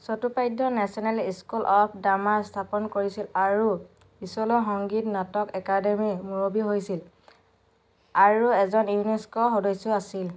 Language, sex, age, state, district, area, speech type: Assamese, female, 30-45, Assam, Dhemaji, rural, read